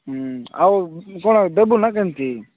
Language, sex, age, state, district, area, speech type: Odia, male, 18-30, Odisha, Nabarangpur, urban, conversation